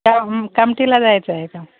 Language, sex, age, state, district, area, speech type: Marathi, female, 45-60, Maharashtra, Nagpur, rural, conversation